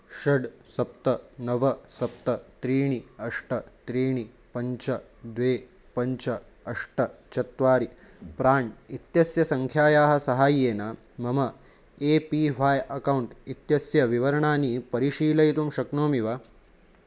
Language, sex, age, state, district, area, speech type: Sanskrit, male, 18-30, Maharashtra, Nashik, urban, read